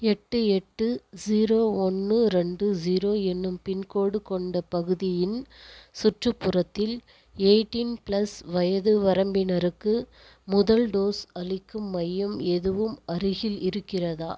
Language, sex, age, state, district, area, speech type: Tamil, female, 45-60, Tamil Nadu, Viluppuram, rural, read